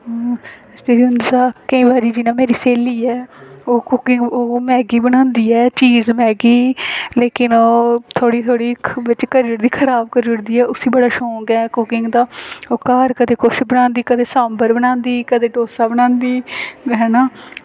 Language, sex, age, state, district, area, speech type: Dogri, female, 18-30, Jammu and Kashmir, Samba, rural, spontaneous